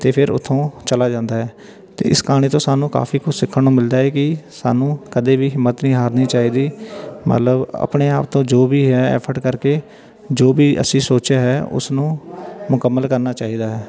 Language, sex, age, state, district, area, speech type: Punjabi, male, 30-45, Punjab, Shaheed Bhagat Singh Nagar, rural, spontaneous